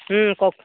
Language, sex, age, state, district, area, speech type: Assamese, male, 18-30, Assam, Dibrugarh, urban, conversation